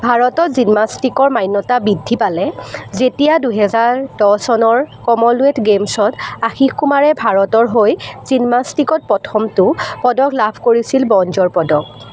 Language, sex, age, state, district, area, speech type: Assamese, female, 18-30, Assam, Jorhat, rural, read